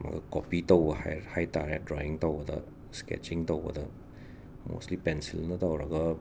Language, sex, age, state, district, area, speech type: Manipuri, male, 30-45, Manipur, Imphal West, urban, spontaneous